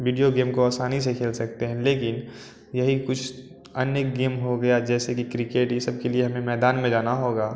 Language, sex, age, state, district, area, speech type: Hindi, male, 18-30, Bihar, Samastipur, rural, spontaneous